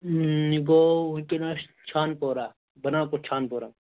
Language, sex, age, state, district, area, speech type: Kashmiri, male, 18-30, Jammu and Kashmir, Bandipora, urban, conversation